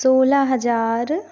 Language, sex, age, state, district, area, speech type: Hindi, female, 18-30, Madhya Pradesh, Hoshangabad, urban, spontaneous